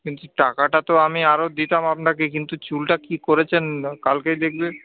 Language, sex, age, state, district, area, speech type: Bengali, male, 18-30, West Bengal, Darjeeling, urban, conversation